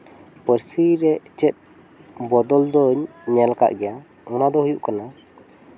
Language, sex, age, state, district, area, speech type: Santali, male, 18-30, West Bengal, Purba Bardhaman, rural, spontaneous